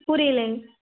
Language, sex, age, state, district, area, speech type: Tamil, female, 18-30, Tamil Nadu, Coimbatore, rural, conversation